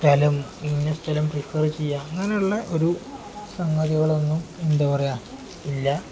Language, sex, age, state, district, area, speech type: Malayalam, male, 18-30, Kerala, Kozhikode, rural, spontaneous